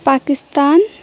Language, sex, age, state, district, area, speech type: Nepali, female, 18-30, West Bengal, Jalpaiguri, rural, spontaneous